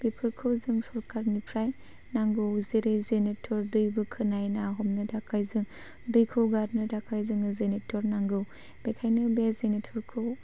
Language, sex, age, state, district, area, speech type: Bodo, female, 18-30, Assam, Chirang, rural, spontaneous